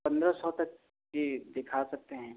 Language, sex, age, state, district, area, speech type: Hindi, male, 18-30, Uttar Pradesh, Sonbhadra, rural, conversation